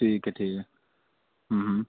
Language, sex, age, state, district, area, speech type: Urdu, male, 18-30, Uttar Pradesh, Rampur, urban, conversation